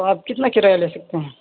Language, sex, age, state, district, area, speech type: Urdu, male, 18-30, Bihar, Purnia, rural, conversation